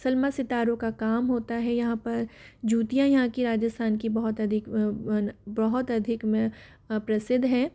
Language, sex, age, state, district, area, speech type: Hindi, female, 60+, Rajasthan, Jaipur, urban, spontaneous